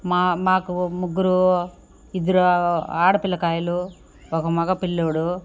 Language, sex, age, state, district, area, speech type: Telugu, female, 60+, Andhra Pradesh, Sri Balaji, urban, spontaneous